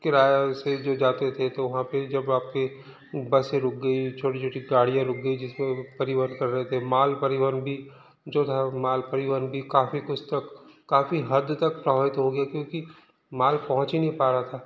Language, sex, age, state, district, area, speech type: Hindi, male, 45-60, Madhya Pradesh, Balaghat, rural, spontaneous